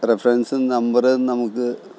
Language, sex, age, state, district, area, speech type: Malayalam, male, 45-60, Kerala, Thiruvananthapuram, rural, spontaneous